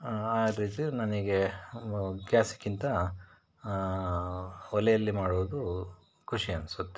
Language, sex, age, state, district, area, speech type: Kannada, male, 60+, Karnataka, Bangalore Rural, rural, spontaneous